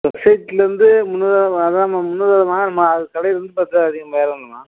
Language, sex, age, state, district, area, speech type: Tamil, male, 30-45, Tamil Nadu, Nagapattinam, rural, conversation